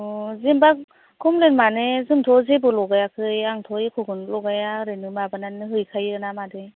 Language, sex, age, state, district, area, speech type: Bodo, female, 18-30, Assam, Baksa, rural, conversation